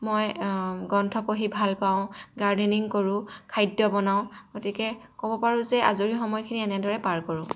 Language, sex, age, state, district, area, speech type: Assamese, female, 18-30, Assam, Lakhimpur, rural, spontaneous